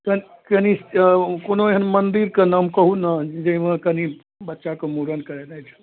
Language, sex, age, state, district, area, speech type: Maithili, male, 30-45, Bihar, Darbhanga, urban, conversation